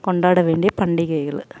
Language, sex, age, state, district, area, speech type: Tamil, female, 30-45, Tamil Nadu, Tiruvannamalai, urban, spontaneous